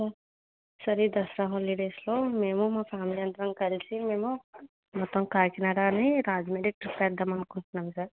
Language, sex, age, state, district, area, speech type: Telugu, female, 30-45, Andhra Pradesh, Kakinada, urban, conversation